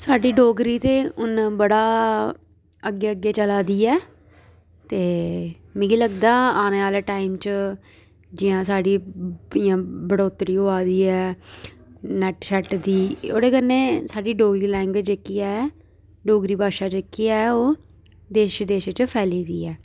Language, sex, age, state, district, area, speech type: Dogri, female, 18-30, Jammu and Kashmir, Jammu, rural, spontaneous